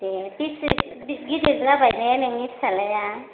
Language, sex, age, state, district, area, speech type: Bodo, female, 30-45, Assam, Chirang, urban, conversation